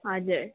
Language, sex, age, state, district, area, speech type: Nepali, female, 18-30, West Bengal, Kalimpong, rural, conversation